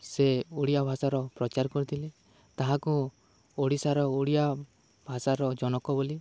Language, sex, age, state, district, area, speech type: Odia, male, 18-30, Odisha, Balangir, urban, spontaneous